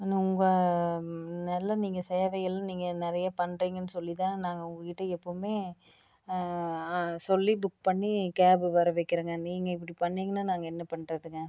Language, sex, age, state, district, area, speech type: Tamil, female, 30-45, Tamil Nadu, Tiruppur, rural, spontaneous